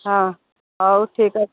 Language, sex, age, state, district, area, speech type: Odia, female, 45-60, Odisha, Sundergarh, rural, conversation